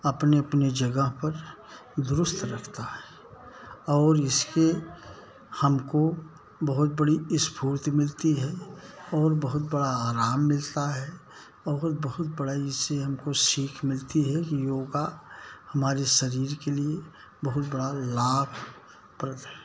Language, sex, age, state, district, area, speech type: Hindi, male, 60+, Uttar Pradesh, Jaunpur, rural, spontaneous